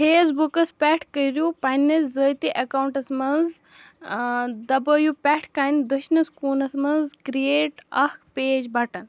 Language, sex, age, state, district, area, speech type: Kashmiri, other, 30-45, Jammu and Kashmir, Baramulla, urban, read